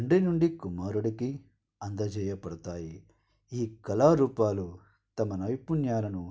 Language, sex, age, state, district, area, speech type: Telugu, male, 45-60, Andhra Pradesh, Konaseema, rural, spontaneous